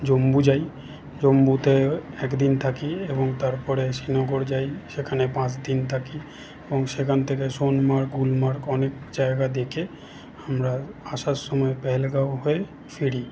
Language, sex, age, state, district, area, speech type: Bengali, male, 45-60, West Bengal, Paschim Bardhaman, rural, spontaneous